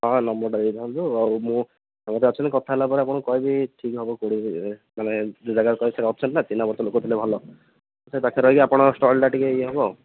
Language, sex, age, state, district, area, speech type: Odia, male, 30-45, Odisha, Ganjam, urban, conversation